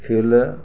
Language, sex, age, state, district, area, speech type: Sindhi, male, 60+, Gujarat, Kutch, rural, spontaneous